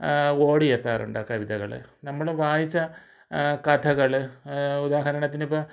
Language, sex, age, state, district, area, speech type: Malayalam, male, 45-60, Kerala, Thiruvananthapuram, urban, spontaneous